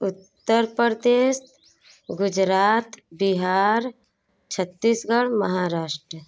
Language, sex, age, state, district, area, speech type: Hindi, female, 18-30, Uttar Pradesh, Prayagraj, rural, spontaneous